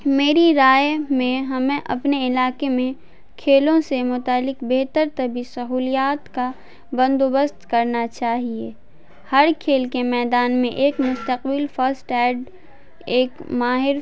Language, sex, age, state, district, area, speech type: Urdu, female, 18-30, Bihar, Madhubani, urban, spontaneous